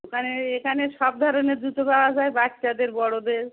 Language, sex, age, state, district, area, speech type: Bengali, female, 45-60, West Bengal, Darjeeling, rural, conversation